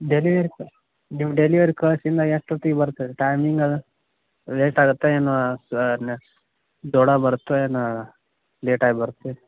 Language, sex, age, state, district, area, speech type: Kannada, male, 18-30, Karnataka, Gadag, urban, conversation